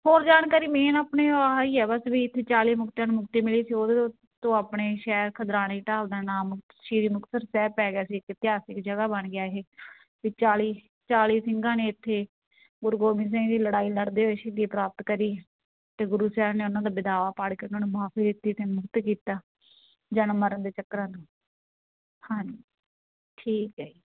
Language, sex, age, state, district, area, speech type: Punjabi, female, 30-45, Punjab, Muktsar, urban, conversation